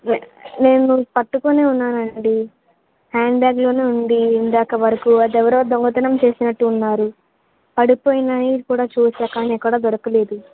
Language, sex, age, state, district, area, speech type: Telugu, female, 18-30, Telangana, Nalgonda, urban, conversation